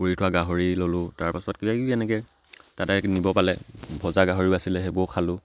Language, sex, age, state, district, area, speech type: Assamese, male, 18-30, Assam, Charaideo, rural, spontaneous